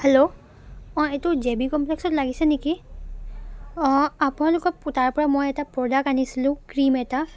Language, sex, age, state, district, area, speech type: Assamese, female, 30-45, Assam, Charaideo, urban, spontaneous